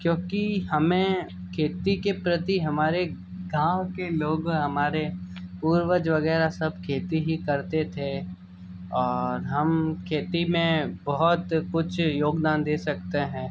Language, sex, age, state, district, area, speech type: Hindi, male, 60+, Rajasthan, Jodhpur, urban, spontaneous